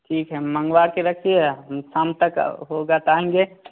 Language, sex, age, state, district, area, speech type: Hindi, male, 18-30, Bihar, Samastipur, rural, conversation